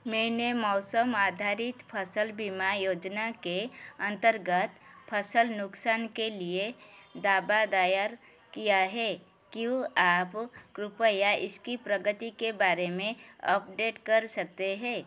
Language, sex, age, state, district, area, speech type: Hindi, female, 45-60, Madhya Pradesh, Chhindwara, rural, read